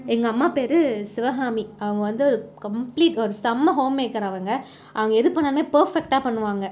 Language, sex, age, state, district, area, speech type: Tamil, female, 30-45, Tamil Nadu, Cuddalore, urban, spontaneous